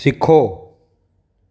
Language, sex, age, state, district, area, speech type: Sindhi, male, 45-60, Maharashtra, Thane, urban, read